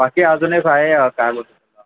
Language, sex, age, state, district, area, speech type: Marathi, male, 18-30, Maharashtra, Thane, urban, conversation